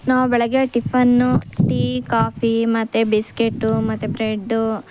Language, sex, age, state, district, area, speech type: Kannada, female, 18-30, Karnataka, Kolar, rural, spontaneous